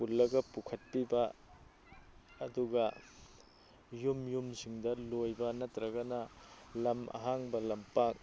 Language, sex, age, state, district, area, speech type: Manipuri, male, 45-60, Manipur, Thoubal, rural, spontaneous